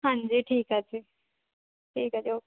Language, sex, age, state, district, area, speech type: Punjabi, female, 18-30, Punjab, Mohali, urban, conversation